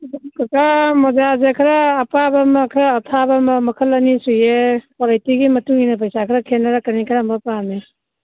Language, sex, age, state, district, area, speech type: Manipuri, female, 45-60, Manipur, Kangpokpi, urban, conversation